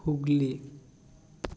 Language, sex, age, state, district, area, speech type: Santali, male, 18-30, West Bengal, Bankura, rural, spontaneous